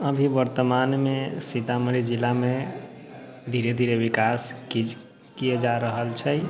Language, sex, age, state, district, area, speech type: Maithili, male, 18-30, Bihar, Sitamarhi, rural, spontaneous